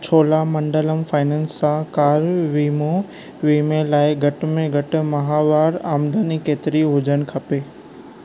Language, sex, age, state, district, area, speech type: Sindhi, male, 18-30, Maharashtra, Thane, urban, read